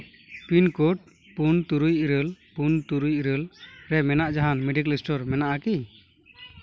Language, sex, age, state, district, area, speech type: Santali, male, 18-30, West Bengal, Malda, rural, read